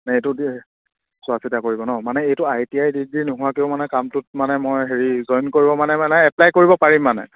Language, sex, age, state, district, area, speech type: Assamese, male, 18-30, Assam, Lakhimpur, urban, conversation